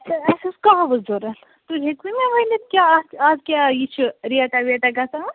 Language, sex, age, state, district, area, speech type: Kashmiri, female, 30-45, Jammu and Kashmir, Ganderbal, rural, conversation